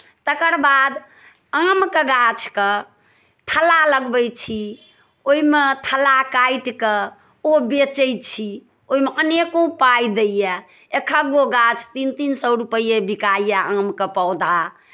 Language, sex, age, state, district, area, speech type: Maithili, female, 60+, Bihar, Darbhanga, rural, spontaneous